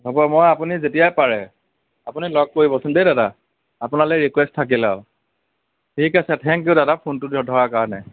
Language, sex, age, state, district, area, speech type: Assamese, male, 18-30, Assam, Nagaon, rural, conversation